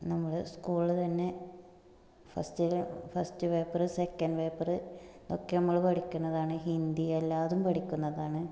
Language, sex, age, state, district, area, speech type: Malayalam, female, 18-30, Kerala, Malappuram, rural, spontaneous